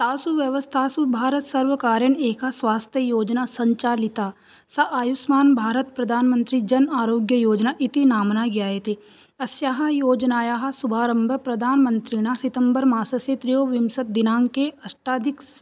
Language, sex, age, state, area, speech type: Sanskrit, female, 18-30, Rajasthan, rural, spontaneous